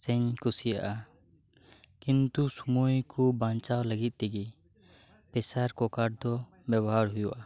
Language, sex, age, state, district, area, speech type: Santali, male, 18-30, West Bengal, Birbhum, rural, spontaneous